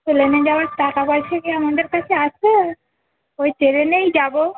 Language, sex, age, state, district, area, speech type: Bengali, female, 45-60, West Bengal, Uttar Dinajpur, urban, conversation